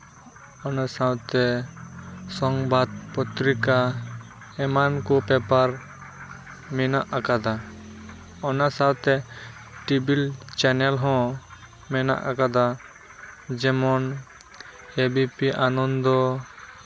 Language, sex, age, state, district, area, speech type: Santali, male, 18-30, West Bengal, Purba Bardhaman, rural, spontaneous